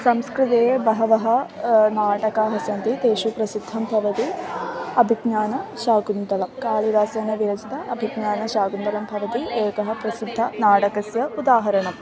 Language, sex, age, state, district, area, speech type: Sanskrit, female, 18-30, Kerala, Wayanad, rural, spontaneous